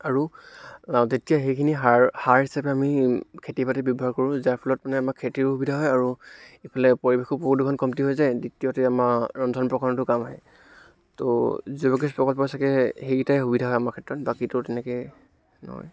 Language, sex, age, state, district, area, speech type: Assamese, male, 18-30, Assam, Dibrugarh, rural, spontaneous